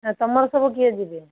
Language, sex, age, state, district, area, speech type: Odia, female, 60+, Odisha, Jharsuguda, rural, conversation